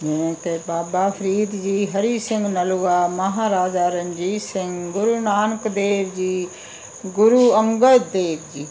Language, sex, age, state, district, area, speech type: Punjabi, female, 60+, Punjab, Muktsar, urban, spontaneous